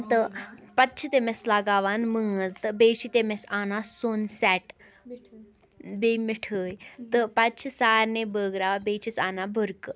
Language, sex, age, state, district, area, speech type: Kashmiri, female, 18-30, Jammu and Kashmir, Baramulla, rural, spontaneous